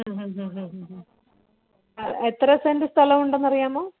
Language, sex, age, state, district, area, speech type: Malayalam, female, 30-45, Kerala, Pathanamthitta, rural, conversation